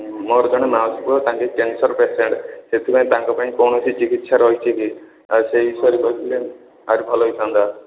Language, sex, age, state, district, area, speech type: Odia, male, 18-30, Odisha, Ganjam, urban, conversation